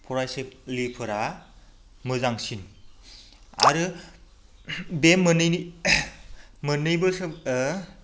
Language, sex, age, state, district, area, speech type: Bodo, male, 30-45, Assam, Chirang, rural, spontaneous